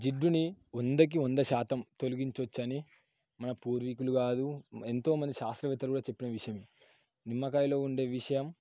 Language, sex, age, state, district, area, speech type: Telugu, male, 18-30, Telangana, Yadadri Bhuvanagiri, urban, spontaneous